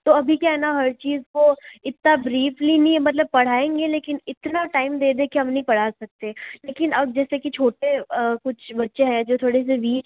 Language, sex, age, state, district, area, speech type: Hindi, female, 18-30, Rajasthan, Jodhpur, urban, conversation